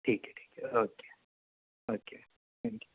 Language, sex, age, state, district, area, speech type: Urdu, male, 30-45, Delhi, Central Delhi, urban, conversation